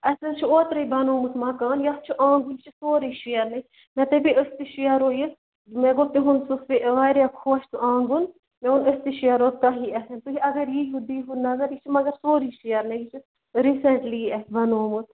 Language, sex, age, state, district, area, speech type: Kashmiri, female, 18-30, Jammu and Kashmir, Ganderbal, rural, conversation